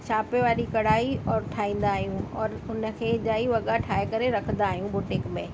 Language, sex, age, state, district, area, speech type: Sindhi, female, 45-60, Delhi, South Delhi, urban, spontaneous